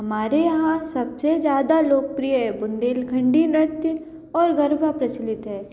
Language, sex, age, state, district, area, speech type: Hindi, female, 18-30, Madhya Pradesh, Hoshangabad, rural, spontaneous